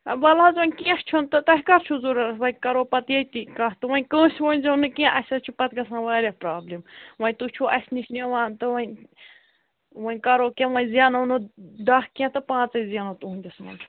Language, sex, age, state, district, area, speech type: Kashmiri, female, 30-45, Jammu and Kashmir, Ganderbal, rural, conversation